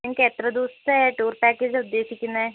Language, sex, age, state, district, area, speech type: Malayalam, female, 18-30, Kerala, Wayanad, rural, conversation